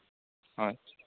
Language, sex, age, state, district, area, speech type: Assamese, male, 18-30, Assam, Kamrup Metropolitan, urban, conversation